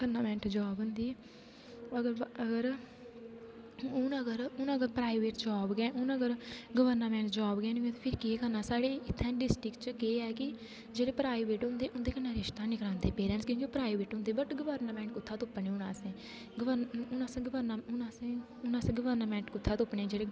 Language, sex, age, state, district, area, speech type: Dogri, female, 18-30, Jammu and Kashmir, Kathua, rural, spontaneous